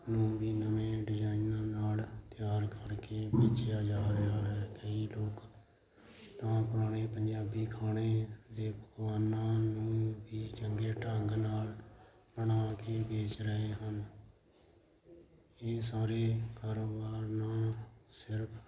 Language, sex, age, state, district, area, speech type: Punjabi, male, 45-60, Punjab, Hoshiarpur, rural, spontaneous